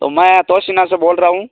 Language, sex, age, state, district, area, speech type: Hindi, male, 30-45, Rajasthan, Nagaur, rural, conversation